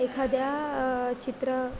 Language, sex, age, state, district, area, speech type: Marathi, female, 18-30, Maharashtra, Ratnagiri, rural, spontaneous